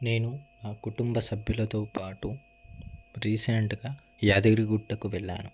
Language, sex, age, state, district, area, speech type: Telugu, male, 18-30, Telangana, Ranga Reddy, urban, spontaneous